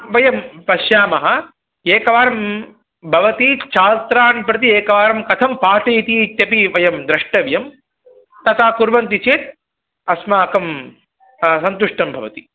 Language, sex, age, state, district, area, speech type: Sanskrit, male, 18-30, Tamil Nadu, Chennai, rural, conversation